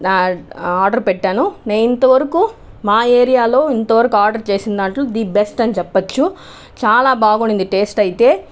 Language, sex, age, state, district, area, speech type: Telugu, female, 30-45, Andhra Pradesh, Chittoor, urban, spontaneous